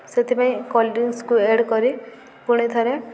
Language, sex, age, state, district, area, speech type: Odia, female, 18-30, Odisha, Subarnapur, urban, spontaneous